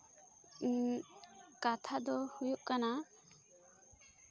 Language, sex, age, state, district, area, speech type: Santali, female, 18-30, West Bengal, Bankura, rural, spontaneous